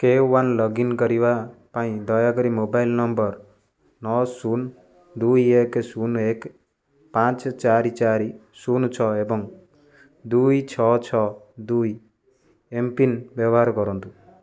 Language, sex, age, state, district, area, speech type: Odia, male, 18-30, Odisha, Kendujhar, urban, read